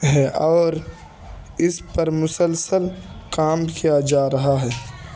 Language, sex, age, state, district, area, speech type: Urdu, male, 18-30, Uttar Pradesh, Ghaziabad, rural, spontaneous